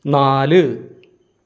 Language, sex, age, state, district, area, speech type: Malayalam, male, 30-45, Kerala, Kottayam, rural, read